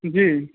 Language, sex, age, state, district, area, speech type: Urdu, male, 30-45, Delhi, North East Delhi, urban, conversation